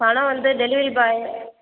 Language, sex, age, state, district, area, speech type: Tamil, female, 45-60, Tamil Nadu, Cuddalore, rural, conversation